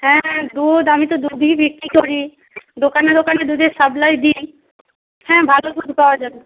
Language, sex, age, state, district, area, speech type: Bengali, female, 45-60, West Bengal, Jalpaiguri, rural, conversation